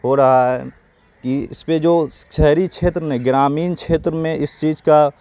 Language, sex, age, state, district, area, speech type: Urdu, male, 18-30, Bihar, Saharsa, urban, spontaneous